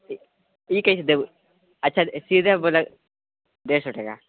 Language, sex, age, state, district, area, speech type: Maithili, male, 18-30, Bihar, Purnia, rural, conversation